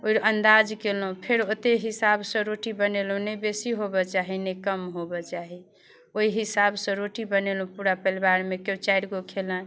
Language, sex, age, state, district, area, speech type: Maithili, female, 45-60, Bihar, Muzaffarpur, urban, spontaneous